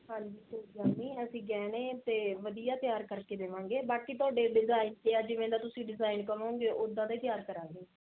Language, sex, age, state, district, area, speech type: Punjabi, female, 18-30, Punjab, Muktsar, urban, conversation